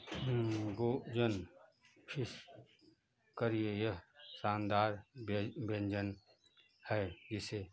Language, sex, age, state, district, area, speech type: Hindi, male, 60+, Uttar Pradesh, Mau, urban, read